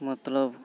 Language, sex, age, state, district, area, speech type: Santali, male, 45-60, Jharkhand, Bokaro, rural, spontaneous